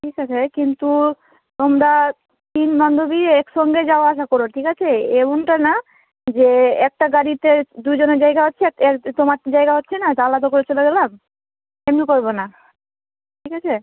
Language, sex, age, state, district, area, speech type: Bengali, female, 18-30, West Bengal, Malda, urban, conversation